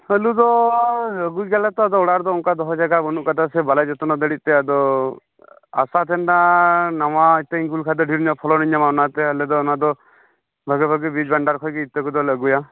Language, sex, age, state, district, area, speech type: Santali, male, 30-45, West Bengal, Birbhum, rural, conversation